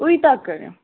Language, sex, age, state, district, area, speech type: Sindhi, female, 18-30, Delhi, South Delhi, urban, conversation